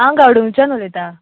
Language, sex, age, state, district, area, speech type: Goan Konkani, female, 18-30, Goa, Canacona, rural, conversation